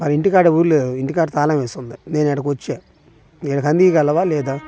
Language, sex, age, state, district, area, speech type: Telugu, male, 30-45, Andhra Pradesh, Bapatla, urban, spontaneous